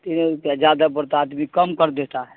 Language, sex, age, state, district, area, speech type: Urdu, male, 18-30, Delhi, South Delhi, urban, conversation